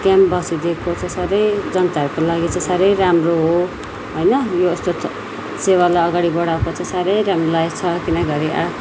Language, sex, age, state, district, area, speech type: Nepali, female, 30-45, West Bengal, Darjeeling, rural, spontaneous